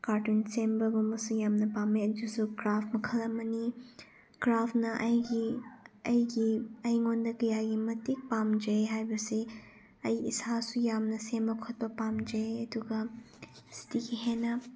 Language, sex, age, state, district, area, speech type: Manipuri, female, 18-30, Manipur, Chandel, rural, spontaneous